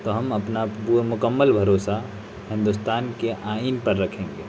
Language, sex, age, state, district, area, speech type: Urdu, male, 30-45, Delhi, South Delhi, rural, spontaneous